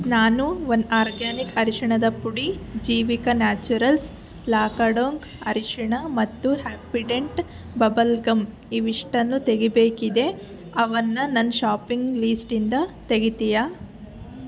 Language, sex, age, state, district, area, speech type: Kannada, female, 18-30, Karnataka, Chitradurga, urban, read